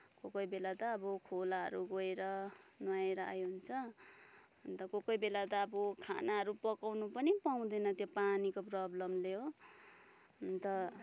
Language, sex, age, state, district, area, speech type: Nepali, female, 30-45, West Bengal, Kalimpong, rural, spontaneous